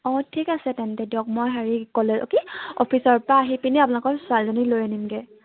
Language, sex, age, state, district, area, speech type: Assamese, female, 18-30, Assam, Sivasagar, rural, conversation